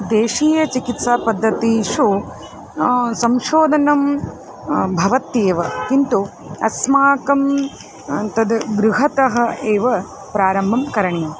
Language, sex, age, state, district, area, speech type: Sanskrit, female, 30-45, Karnataka, Dharwad, urban, spontaneous